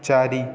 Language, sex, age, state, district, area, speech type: Odia, male, 18-30, Odisha, Subarnapur, urban, read